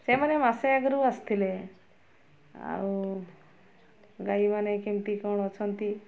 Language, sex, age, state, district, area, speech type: Odia, female, 60+, Odisha, Mayurbhanj, rural, spontaneous